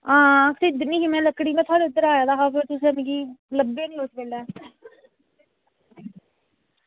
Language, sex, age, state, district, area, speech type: Dogri, female, 60+, Jammu and Kashmir, Reasi, rural, conversation